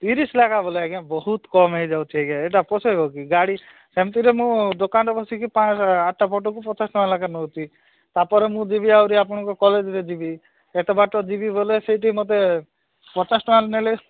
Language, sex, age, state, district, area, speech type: Odia, male, 30-45, Odisha, Malkangiri, urban, conversation